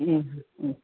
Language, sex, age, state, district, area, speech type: Malayalam, female, 45-60, Kerala, Kannur, rural, conversation